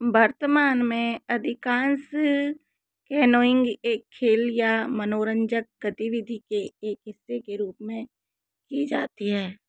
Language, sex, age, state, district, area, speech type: Hindi, female, 18-30, Rajasthan, Karauli, rural, read